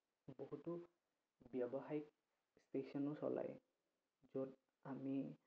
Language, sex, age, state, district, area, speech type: Assamese, male, 18-30, Assam, Udalguri, rural, spontaneous